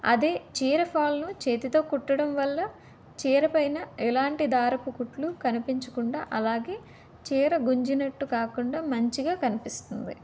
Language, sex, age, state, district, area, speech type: Telugu, female, 18-30, Andhra Pradesh, Vizianagaram, rural, spontaneous